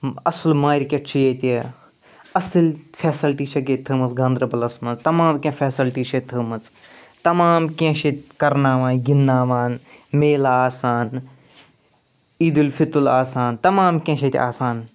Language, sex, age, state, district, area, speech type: Kashmiri, male, 45-60, Jammu and Kashmir, Ganderbal, urban, spontaneous